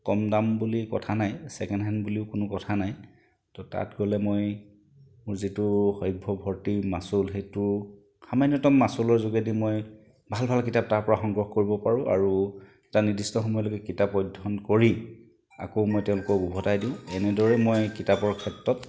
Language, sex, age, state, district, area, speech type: Assamese, male, 45-60, Assam, Charaideo, urban, spontaneous